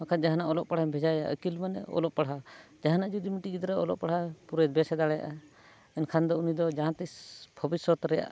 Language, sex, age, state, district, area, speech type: Santali, male, 45-60, Odisha, Mayurbhanj, rural, spontaneous